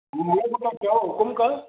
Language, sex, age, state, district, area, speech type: Sindhi, male, 60+, Maharashtra, Mumbai Suburban, urban, conversation